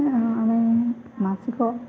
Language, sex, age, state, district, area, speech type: Odia, female, 18-30, Odisha, Balangir, urban, spontaneous